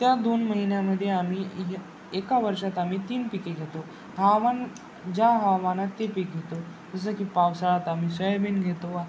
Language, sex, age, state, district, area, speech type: Marathi, male, 18-30, Maharashtra, Nanded, rural, spontaneous